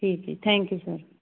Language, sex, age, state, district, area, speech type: Punjabi, female, 18-30, Punjab, Fazilka, rural, conversation